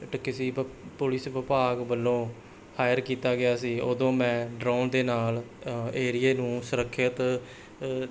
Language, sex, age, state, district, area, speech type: Punjabi, male, 18-30, Punjab, Rupnagar, urban, spontaneous